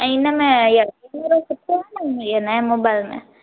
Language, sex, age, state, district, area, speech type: Sindhi, female, 18-30, Gujarat, Junagadh, urban, conversation